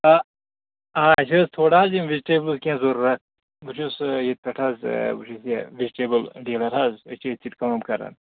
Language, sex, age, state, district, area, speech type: Kashmiri, male, 30-45, Jammu and Kashmir, Anantnag, rural, conversation